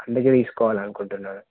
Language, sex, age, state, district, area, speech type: Telugu, male, 18-30, Telangana, Hanamkonda, urban, conversation